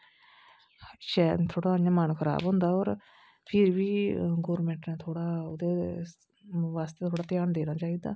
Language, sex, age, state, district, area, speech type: Dogri, female, 30-45, Jammu and Kashmir, Kathua, rural, spontaneous